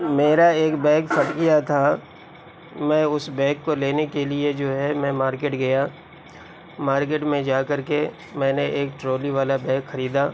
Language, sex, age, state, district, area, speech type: Urdu, male, 45-60, Uttar Pradesh, Gautam Buddha Nagar, rural, spontaneous